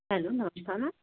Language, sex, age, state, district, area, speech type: Marathi, other, 30-45, Maharashtra, Akola, urban, conversation